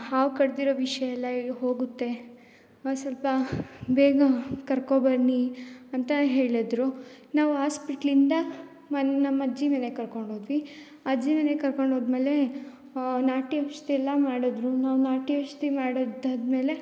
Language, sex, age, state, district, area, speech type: Kannada, female, 18-30, Karnataka, Chikkamagaluru, rural, spontaneous